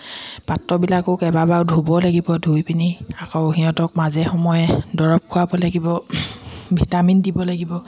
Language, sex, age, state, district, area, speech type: Assamese, female, 45-60, Assam, Dibrugarh, rural, spontaneous